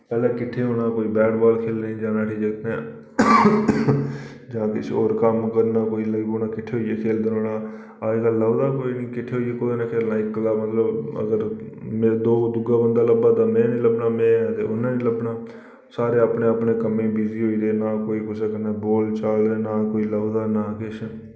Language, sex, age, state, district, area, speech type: Dogri, male, 30-45, Jammu and Kashmir, Reasi, rural, spontaneous